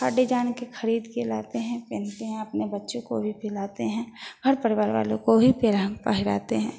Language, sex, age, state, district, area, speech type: Hindi, female, 60+, Bihar, Vaishali, urban, spontaneous